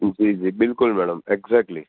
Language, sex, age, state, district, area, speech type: Gujarati, male, 30-45, Gujarat, Narmada, urban, conversation